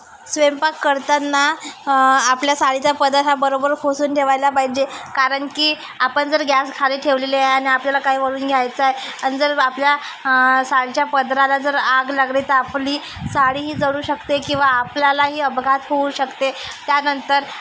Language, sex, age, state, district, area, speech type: Marathi, female, 30-45, Maharashtra, Nagpur, urban, spontaneous